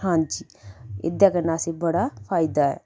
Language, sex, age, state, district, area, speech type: Dogri, female, 30-45, Jammu and Kashmir, Udhampur, rural, spontaneous